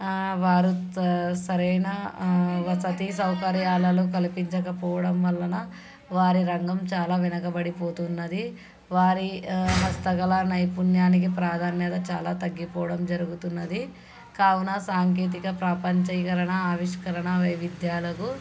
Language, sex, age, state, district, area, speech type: Telugu, female, 18-30, Andhra Pradesh, Krishna, urban, spontaneous